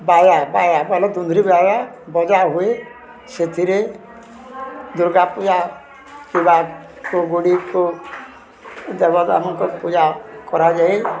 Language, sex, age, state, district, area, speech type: Odia, male, 60+, Odisha, Balangir, urban, spontaneous